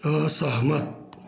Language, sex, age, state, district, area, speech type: Hindi, male, 60+, Uttar Pradesh, Chandauli, urban, read